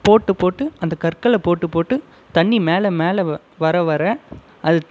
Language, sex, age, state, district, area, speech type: Tamil, male, 18-30, Tamil Nadu, Krishnagiri, rural, spontaneous